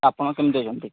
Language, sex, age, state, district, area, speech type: Odia, male, 30-45, Odisha, Sambalpur, rural, conversation